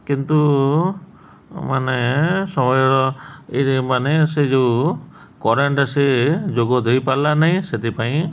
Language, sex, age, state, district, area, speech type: Odia, male, 30-45, Odisha, Subarnapur, urban, spontaneous